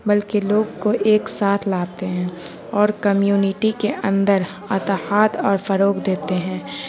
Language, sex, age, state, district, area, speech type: Urdu, female, 18-30, Bihar, Gaya, urban, spontaneous